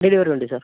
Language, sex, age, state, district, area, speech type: Malayalam, male, 30-45, Kerala, Wayanad, rural, conversation